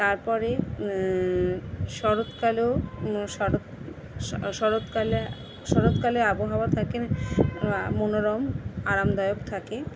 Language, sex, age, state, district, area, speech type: Bengali, female, 30-45, West Bengal, Kolkata, urban, spontaneous